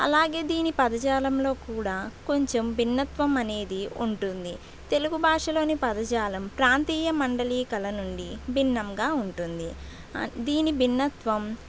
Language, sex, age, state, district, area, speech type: Telugu, female, 60+, Andhra Pradesh, East Godavari, urban, spontaneous